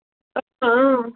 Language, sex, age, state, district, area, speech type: Kashmiri, female, 30-45, Jammu and Kashmir, Ganderbal, rural, conversation